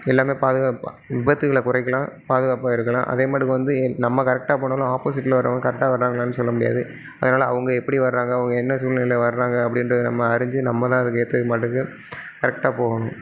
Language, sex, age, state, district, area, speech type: Tamil, male, 30-45, Tamil Nadu, Sivaganga, rural, spontaneous